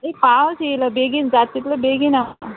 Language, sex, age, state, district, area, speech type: Goan Konkani, female, 30-45, Goa, Quepem, rural, conversation